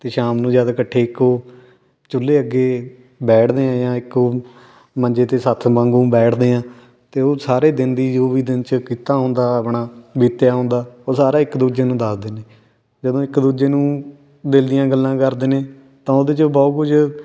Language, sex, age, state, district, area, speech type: Punjabi, male, 18-30, Punjab, Fatehgarh Sahib, urban, spontaneous